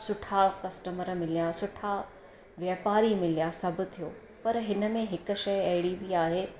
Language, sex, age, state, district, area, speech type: Sindhi, female, 45-60, Gujarat, Surat, urban, spontaneous